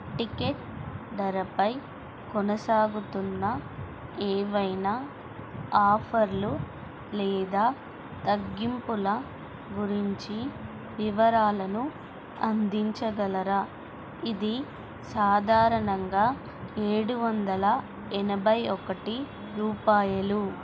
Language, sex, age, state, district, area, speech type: Telugu, female, 18-30, Andhra Pradesh, Nellore, urban, read